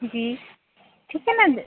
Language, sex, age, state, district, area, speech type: Hindi, female, 30-45, Madhya Pradesh, Seoni, urban, conversation